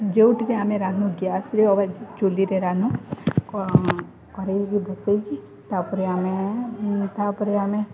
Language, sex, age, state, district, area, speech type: Odia, female, 18-30, Odisha, Balangir, urban, spontaneous